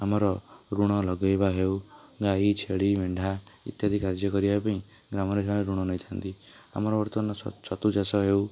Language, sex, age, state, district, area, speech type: Odia, male, 18-30, Odisha, Nayagarh, rural, spontaneous